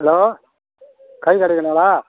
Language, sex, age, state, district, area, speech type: Tamil, male, 60+, Tamil Nadu, Thanjavur, rural, conversation